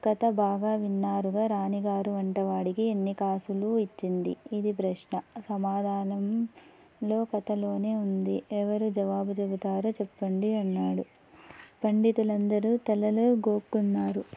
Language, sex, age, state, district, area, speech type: Telugu, female, 18-30, Andhra Pradesh, Anantapur, urban, spontaneous